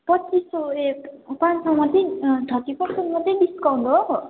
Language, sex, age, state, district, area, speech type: Nepali, female, 18-30, West Bengal, Darjeeling, rural, conversation